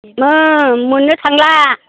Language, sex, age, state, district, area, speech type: Bodo, female, 60+, Assam, Chirang, rural, conversation